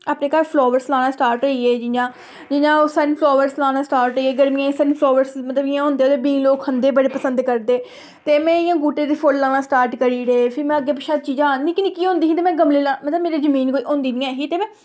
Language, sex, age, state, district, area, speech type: Dogri, female, 18-30, Jammu and Kashmir, Samba, rural, spontaneous